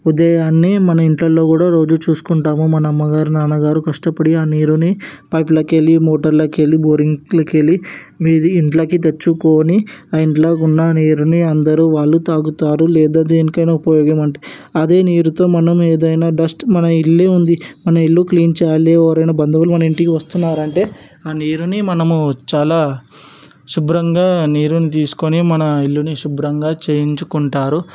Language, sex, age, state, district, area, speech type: Telugu, male, 18-30, Telangana, Hyderabad, urban, spontaneous